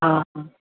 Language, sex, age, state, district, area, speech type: Maithili, female, 60+, Bihar, Samastipur, urban, conversation